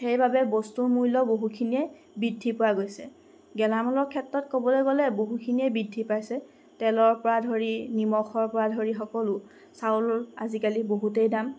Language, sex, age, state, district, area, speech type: Assamese, female, 18-30, Assam, Golaghat, urban, spontaneous